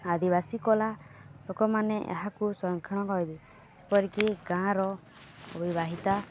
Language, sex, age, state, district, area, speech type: Odia, female, 18-30, Odisha, Balangir, urban, spontaneous